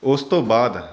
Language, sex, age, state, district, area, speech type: Punjabi, male, 30-45, Punjab, Faridkot, urban, spontaneous